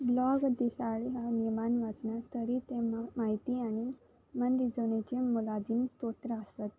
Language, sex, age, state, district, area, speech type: Goan Konkani, female, 18-30, Goa, Salcete, rural, spontaneous